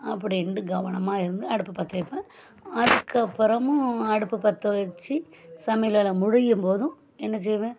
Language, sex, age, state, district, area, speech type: Tamil, female, 45-60, Tamil Nadu, Thoothukudi, rural, spontaneous